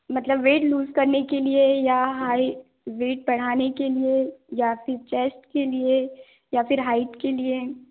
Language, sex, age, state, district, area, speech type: Hindi, female, 18-30, Madhya Pradesh, Balaghat, rural, conversation